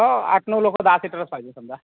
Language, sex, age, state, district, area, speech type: Marathi, male, 60+, Maharashtra, Nagpur, rural, conversation